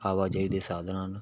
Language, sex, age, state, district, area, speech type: Punjabi, male, 30-45, Punjab, Patiala, rural, spontaneous